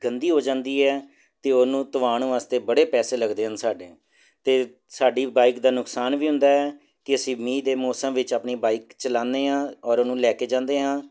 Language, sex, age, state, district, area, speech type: Punjabi, male, 30-45, Punjab, Jalandhar, urban, spontaneous